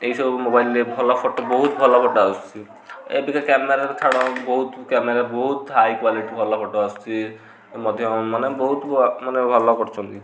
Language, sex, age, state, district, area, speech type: Odia, male, 18-30, Odisha, Kendujhar, urban, spontaneous